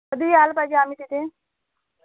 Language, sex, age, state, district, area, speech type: Marathi, female, 30-45, Maharashtra, Thane, urban, conversation